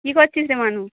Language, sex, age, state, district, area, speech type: Bengali, female, 30-45, West Bengal, Howrah, urban, conversation